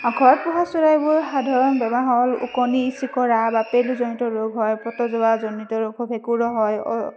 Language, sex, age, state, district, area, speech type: Assamese, female, 30-45, Assam, Udalguri, urban, spontaneous